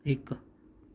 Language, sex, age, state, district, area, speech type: Punjabi, male, 30-45, Punjab, Mohali, urban, read